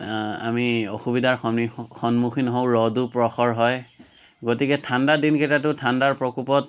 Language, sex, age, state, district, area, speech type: Assamese, male, 18-30, Assam, Biswanath, rural, spontaneous